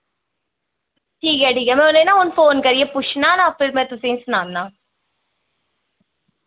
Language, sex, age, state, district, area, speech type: Dogri, female, 45-60, Jammu and Kashmir, Udhampur, rural, conversation